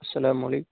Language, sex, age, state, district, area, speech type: Urdu, male, 18-30, Bihar, Purnia, rural, conversation